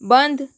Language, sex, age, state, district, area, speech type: Hindi, female, 30-45, Rajasthan, Jodhpur, rural, read